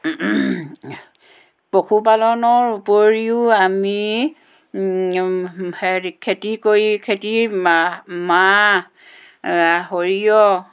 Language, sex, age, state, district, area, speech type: Assamese, female, 60+, Assam, Dhemaji, rural, spontaneous